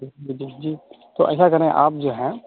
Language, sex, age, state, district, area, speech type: Urdu, male, 30-45, Bihar, Khagaria, rural, conversation